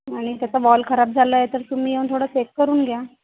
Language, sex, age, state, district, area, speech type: Marathi, female, 30-45, Maharashtra, Nagpur, urban, conversation